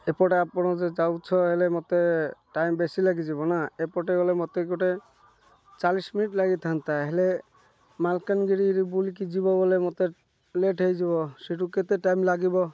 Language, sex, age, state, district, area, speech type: Odia, male, 30-45, Odisha, Malkangiri, urban, spontaneous